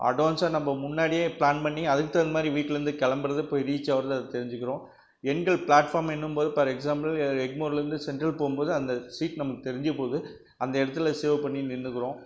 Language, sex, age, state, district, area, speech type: Tamil, male, 45-60, Tamil Nadu, Krishnagiri, rural, spontaneous